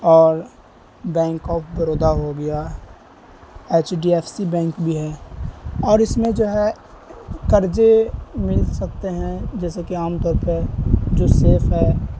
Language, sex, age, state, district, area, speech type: Urdu, male, 18-30, Bihar, Khagaria, rural, spontaneous